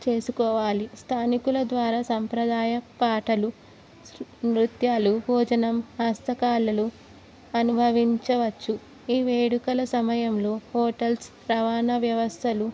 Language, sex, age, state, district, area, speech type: Telugu, female, 18-30, Telangana, Ranga Reddy, urban, spontaneous